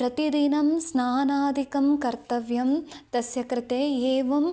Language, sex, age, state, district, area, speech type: Sanskrit, female, 18-30, Karnataka, Chikkamagaluru, rural, spontaneous